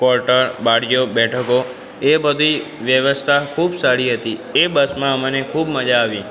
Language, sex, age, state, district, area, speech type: Gujarati, male, 18-30, Gujarat, Aravalli, urban, spontaneous